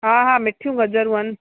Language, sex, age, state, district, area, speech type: Sindhi, female, 18-30, Gujarat, Kutch, rural, conversation